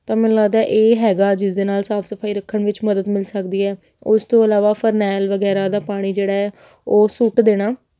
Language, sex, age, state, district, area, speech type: Punjabi, female, 18-30, Punjab, Patiala, urban, spontaneous